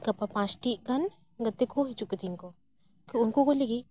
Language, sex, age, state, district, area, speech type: Santali, female, 18-30, West Bengal, Paschim Bardhaman, rural, spontaneous